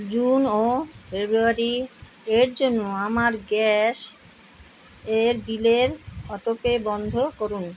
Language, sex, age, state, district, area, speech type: Bengali, female, 60+, West Bengal, Kolkata, urban, read